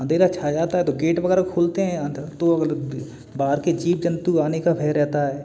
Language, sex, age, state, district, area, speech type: Hindi, male, 30-45, Madhya Pradesh, Gwalior, urban, spontaneous